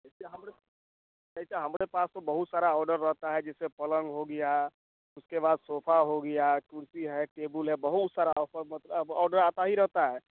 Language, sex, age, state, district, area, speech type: Hindi, male, 30-45, Bihar, Vaishali, rural, conversation